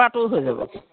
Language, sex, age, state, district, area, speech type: Assamese, female, 45-60, Assam, Lakhimpur, rural, conversation